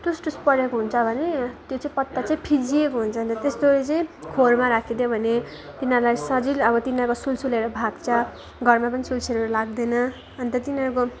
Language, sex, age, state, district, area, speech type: Nepali, female, 18-30, West Bengal, Jalpaiguri, rural, spontaneous